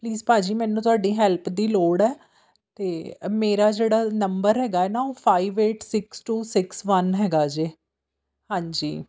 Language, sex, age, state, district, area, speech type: Punjabi, female, 30-45, Punjab, Amritsar, urban, spontaneous